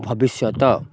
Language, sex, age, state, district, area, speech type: Odia, male, 45-60, Odisha, Ganjam, urban, spontaneous